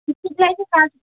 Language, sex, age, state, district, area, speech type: Bengali, female, 30-45, West Bengal, Howrah, urban, conversation